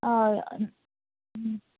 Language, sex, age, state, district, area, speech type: Kannada, female, 18-30, Karnataka, Shimoga, rural, conversation